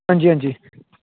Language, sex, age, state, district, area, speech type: Dogri, male, 18-30, Jammu and Kashmir, Jammu, rural, conversation